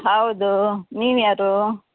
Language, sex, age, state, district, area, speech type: Kannada, female, 60+, Karnataka, Udupi, rural, conversation